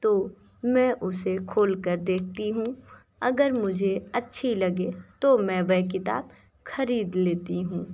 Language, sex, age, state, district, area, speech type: Hindi, female, 30-45, Uttar Pradesh, Sonbhadra, rural, spontaneous